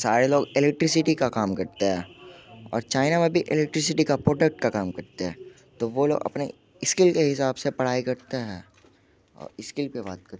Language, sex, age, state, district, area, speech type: Hindi, male, 18-30, Bihar, Muzaffarpur, rural, spontaneous